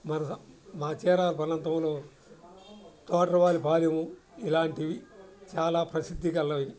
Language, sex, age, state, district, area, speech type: Telugu, male, 60+, Andhra Pradesh, Guntur, urban, spontaneous